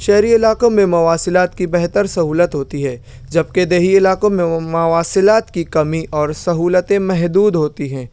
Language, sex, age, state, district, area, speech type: Urdu, male, 18-30, Maharashtra, Nashik, rural, spontaneous